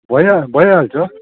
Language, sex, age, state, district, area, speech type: Nepali, male, 60+, West Bengal, Kalimpong, rural, conversation